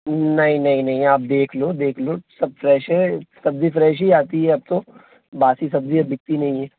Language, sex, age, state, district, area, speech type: Hindi, male, 18-30, Madhya Pradesh, Jabalpur, urban, conversation